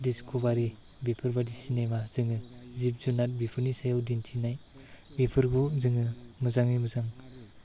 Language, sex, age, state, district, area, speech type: Bodo, male, 30-45, Assam, Chirang, urban, spontaneous